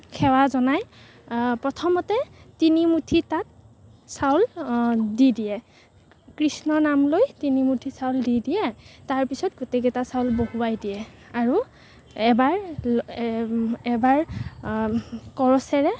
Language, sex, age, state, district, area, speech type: Assamese, female, 18-30, Assam, Kamrup Metropolitan, urban, spontaneous